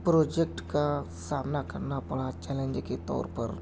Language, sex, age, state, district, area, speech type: Urdu, male, 30-45, Uttar Pradesh, Mau, urban, spontaneous